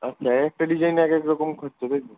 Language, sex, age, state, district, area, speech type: Bengali, male, 18-30, West Bengal, South 24 Parganas, rural, conversation